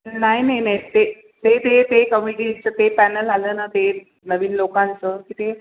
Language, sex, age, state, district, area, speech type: Marathi, female, 60+, Maharashtra, Mumbai Suburban, urban, conversation